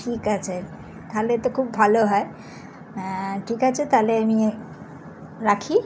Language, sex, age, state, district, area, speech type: Bengali, female, 60+, West Bengal, Howrah, urban, spontaneous